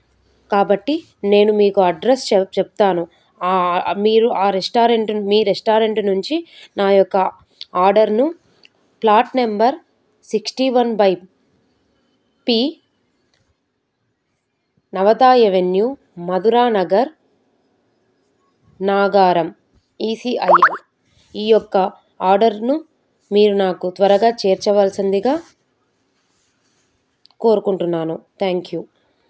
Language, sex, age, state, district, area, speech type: Telugu, female, 30-45, Telangana, Medchal, urban, spontaneous